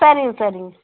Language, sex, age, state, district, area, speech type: Tamil, female, 45-60, Tamil Nadu, Kallakurichi, rural, conversation